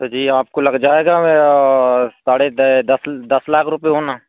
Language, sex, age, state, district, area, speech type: Hindi, male, 18-30, Madhya Pradesh, Seoni, urban, conversation